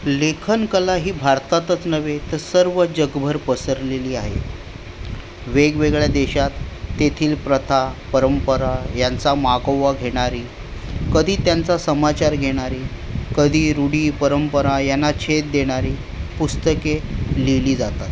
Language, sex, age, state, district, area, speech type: Marathi, male, 45-60, Maharashtra, Raigad, urban, spontaneous